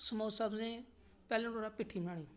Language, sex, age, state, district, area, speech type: Dogri, male, 30-45, Jammu and Kashmir, Reasi, rural, spontaneous